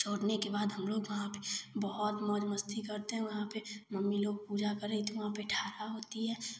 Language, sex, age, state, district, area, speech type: Hindi, female, 18-30, Bihar, Samastipur, rural, spontaneous